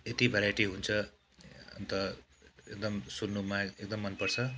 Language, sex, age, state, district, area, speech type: Nepali, male, 45-60, West Bengal, Kalimpong, rural, spontaneous